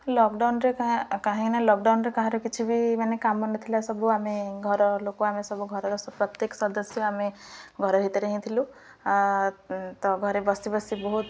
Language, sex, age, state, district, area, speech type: Odia, female, 18-30, Odisha, Ganjam, urban, spontaneous